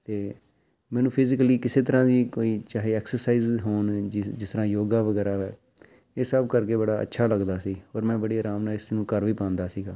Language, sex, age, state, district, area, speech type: Punjabi, male, 45-60, Punjab, Amritsar, urban, spontaneous